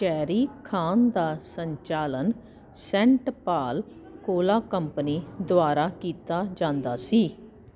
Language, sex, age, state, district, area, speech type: Punjabi, female, 45-60, Punjab, Jalandhar, urban, read